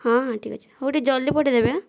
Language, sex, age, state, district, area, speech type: Odia, female, 60+, Odisha, Boudh, rural, spontaneous